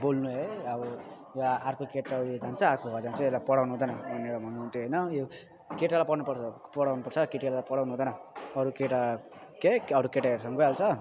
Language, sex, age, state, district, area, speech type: Nepali, male, 18-30, West Bengal, Alipurduar, urban, spontaneous